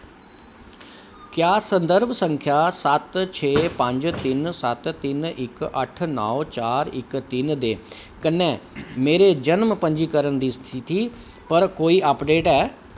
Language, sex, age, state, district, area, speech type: Dogri, male, 45-60, Jammu and Kashmir, Kathua, urban, read